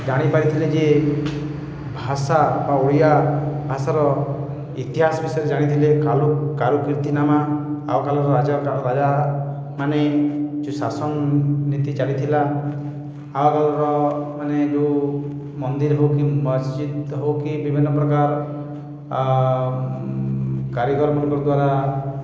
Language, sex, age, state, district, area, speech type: Odia, male, 30-45, Odisha, Balangir, urban, spontaneous